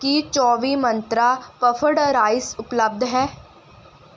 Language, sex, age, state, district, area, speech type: Punjabi, female, 18-30, Punjab, Mansa, rural, read